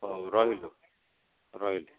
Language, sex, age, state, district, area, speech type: Odia, male, 60+, Odisha, Jharsuguda, rural, conversation